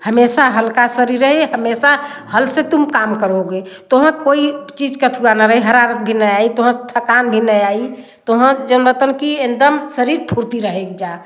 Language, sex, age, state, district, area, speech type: Hindi, female, 60+, Uttar Pradesh, Varanasi, rural, spontaneous